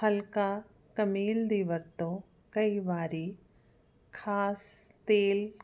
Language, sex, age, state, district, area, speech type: Punjabi, female, 45-60, Punjab, Jalandhar, urban, spontaneous